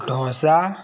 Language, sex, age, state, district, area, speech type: Gujarati, male, 30-45, Gujarat, Kheda, rural, spontaneous